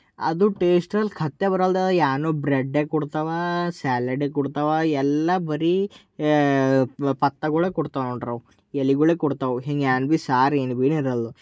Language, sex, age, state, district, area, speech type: Kannada, male, 18-30, Karnataka, Bidar, urban, spontaneous